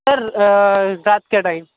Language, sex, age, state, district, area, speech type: Urdu, male, 18-30, Delhi, Central Delhi, urban, conversation